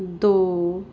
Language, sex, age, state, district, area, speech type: Punjabi, female, 18-30, Punjab, Fazilka, rural, read